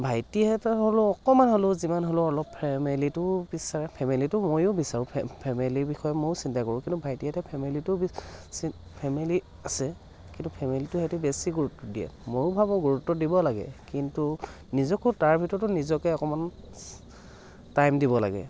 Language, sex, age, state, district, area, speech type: Assamese, male, 45-60, Assam, Dhemaji, rural, spontaneous